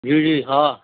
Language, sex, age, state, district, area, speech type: Urdu, male, 60+, Delhi, Central Delhi, urban, conversation